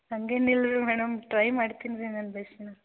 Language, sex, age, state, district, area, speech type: Kannada, female, 18-30, Karnataka, Gulbarga, urban, conversation